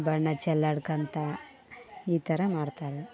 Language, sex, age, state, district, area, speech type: Kannada, female, 18-30, Karnataka, Vijayanagara, rural, spontaneous